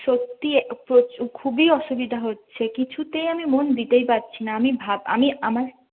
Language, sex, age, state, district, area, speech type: Bengali, female, 30-45, West Bengal, Purulia, rural, conversation